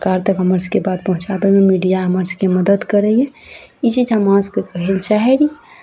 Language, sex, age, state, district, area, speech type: Maithili, female, 18-30, Bihar, Araria, rural, spontaneous